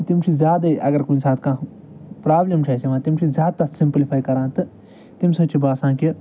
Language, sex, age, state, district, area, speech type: Kashmiri, male, 45-60, Jammu and Kashmir, Ganderbal, urban, spontaneous